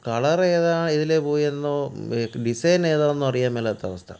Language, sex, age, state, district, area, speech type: Malayalam, male, 30-45, Kerala, Kottayam, urban, spontaneous